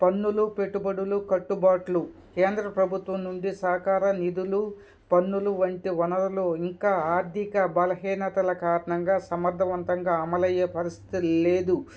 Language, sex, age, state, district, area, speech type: Telugu, male, 30-45, Andhra Pradesh, Kadapa, rural, spontaneous